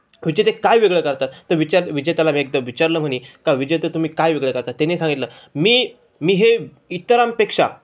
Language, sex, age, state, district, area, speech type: Marathi, male, 18-30, Maharashtra, Ahmednagar, urban, spontaneous